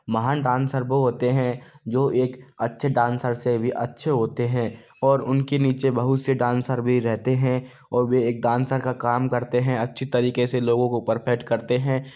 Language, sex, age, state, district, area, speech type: Hindi, male, 45-60, Rajasthan, Karauli, rural, spontaneous